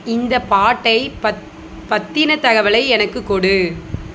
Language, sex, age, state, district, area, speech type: Tamil, female, 30-45, Tamil Nadu, Dharmapuri, rural, read